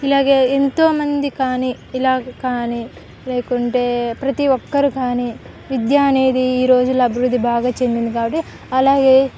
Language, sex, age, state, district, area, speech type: Telugu, female, 18-30, Telangana, Khammam, urban, spontaneous